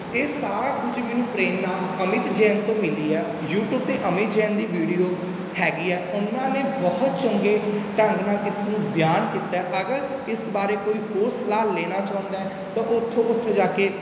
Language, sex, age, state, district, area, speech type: Punjabi, male, 18-30, Punjab, Mansa, rural, spontaneous